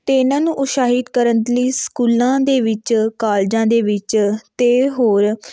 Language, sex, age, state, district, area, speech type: Punjabi, female, 18-30, Punjab, Fatehgarh Sahib, rural, spontaneous